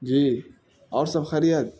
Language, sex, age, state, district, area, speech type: Urdu, male, 18-30, Bihar, Gaya, urban, spontaneous